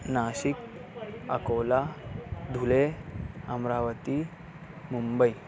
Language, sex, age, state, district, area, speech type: Urdu, male, 45-60, Maharashtra, Nashik, urban, spontaneous